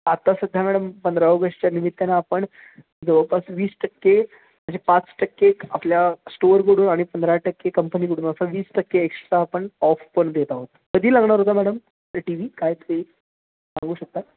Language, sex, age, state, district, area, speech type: Marathi, male, 18-30, Maharashtra, Sangli, urban, conversation